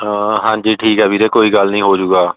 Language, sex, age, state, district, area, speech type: Punjabi, male, 30-45, Punjab, Fatehgarh Sahib, rural, conversation